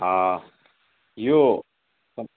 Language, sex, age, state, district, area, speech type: Nepali, male, 60+, West Bengal, Jalpaiguri, rural, conversation